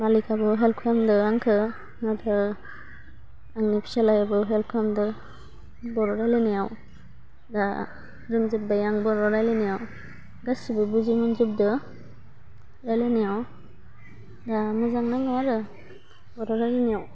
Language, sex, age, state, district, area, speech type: Bodo, female, 18-30, Assam, Udalguri, urban, spontaneous